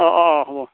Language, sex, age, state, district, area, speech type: Assamese, male, 45-60, Assam, Barpeta, rural, conversation